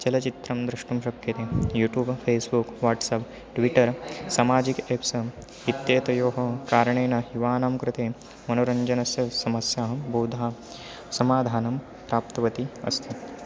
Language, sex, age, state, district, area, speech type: Sanskrit, male, 18-30, Maharashtra, Nashik, rural, spontaneous